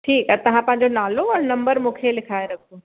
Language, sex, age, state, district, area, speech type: Sindhi, female, 30-45, Uttar Pradesh, Lucknow, urban, conversation